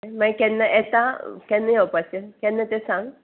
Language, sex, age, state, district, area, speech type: Goan Konkani, female, 45-60, Goa, Salcete, urban, conversation